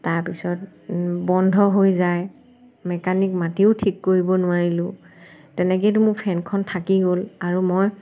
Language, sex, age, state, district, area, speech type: Assamese, female, 30-45, Assam, Sivasagar, rural, spontaneous